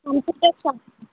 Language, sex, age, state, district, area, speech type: Telugu, female, 18-30, Telangana, Yadadri Bhuvanagiri, urban, conversation